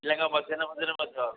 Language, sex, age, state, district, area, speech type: Odia, female, 60+, Odisha, Sundergarh, rural, conversation